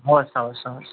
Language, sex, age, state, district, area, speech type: Nepali, male, 30-45, West Bengal, Jalpaiguri, urban, conversation